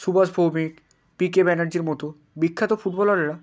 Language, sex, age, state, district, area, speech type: Bengali, male, 18-30, West Bengal, Hooghly, urban, spontaneous